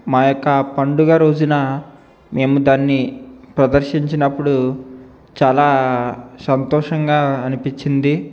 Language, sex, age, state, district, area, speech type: Telugu, male, 18-30, Andhra Pradesh, Eluru, urban, spontaneous